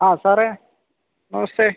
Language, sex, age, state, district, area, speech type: Malayalam, male, 45-60, Kerala, Alappuzha, rural, conversation